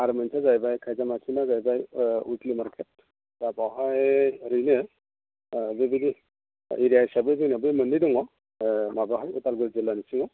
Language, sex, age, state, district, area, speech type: Bodo, male, 30-45, Assam, Udalguri, rural, conversation